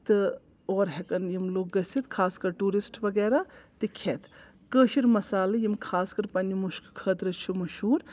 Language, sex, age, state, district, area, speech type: Kashmiri, female, 30-45, Jammu and Kashmir, Srinagar, urban, spontaneous